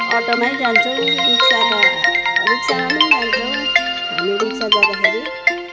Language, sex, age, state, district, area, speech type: Nepali, female, 45-60, West Bengal, Jalpaiguri, urban, spontaneous